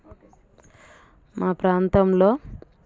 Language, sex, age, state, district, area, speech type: Telugu, female, 30-45, Telangana, Warangal, rural, spontaneous